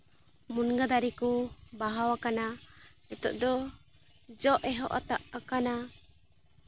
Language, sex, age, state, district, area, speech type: Santali, female, 18-30, West Bengal, Malda, rural, spontaneous